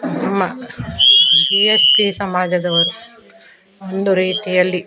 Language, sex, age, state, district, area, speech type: Kannada, female, 60+, Karnataka, Udupi, rural, spontaneous